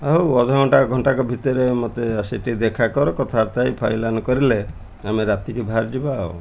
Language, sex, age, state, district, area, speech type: Odia, male, 60+, Odisha, Kendrapara, urban, spontaneous